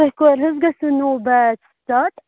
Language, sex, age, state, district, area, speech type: Kashmiri, female, 18-30, Jammu and Kashmir, Srinagar, rural, conversation